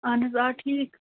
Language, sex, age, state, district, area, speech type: Kashmiri, female, 30-45, Jammu and Kashmir, Kupwara, rural, conversation